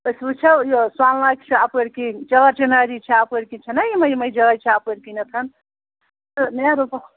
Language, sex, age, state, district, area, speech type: Kashmiri, female, 60+, Jammu and Kashmir, Srinagar, urban, conversation